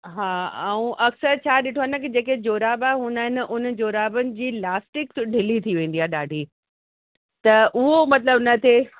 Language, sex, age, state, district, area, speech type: Sindhi, female, 30-45, Uttar Pradesh, Lucknow, urban, conversation